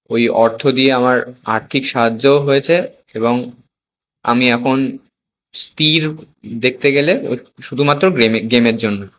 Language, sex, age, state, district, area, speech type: Bengali, male, 18-30, West Bengal, Kolkata, urban, spontaneous